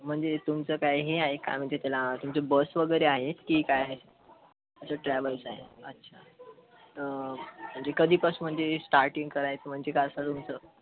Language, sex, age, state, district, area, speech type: Marathi, male, 18-30, Maharashtra, Yavatmal, rural, conversation